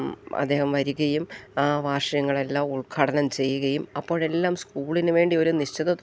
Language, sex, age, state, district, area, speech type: Malayalam, female, 45-60, Kerala, Idukki, rural, spontaneous